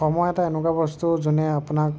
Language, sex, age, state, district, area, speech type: Assamese, male, 45-60, Assam, Nagaon, rural, spontaneous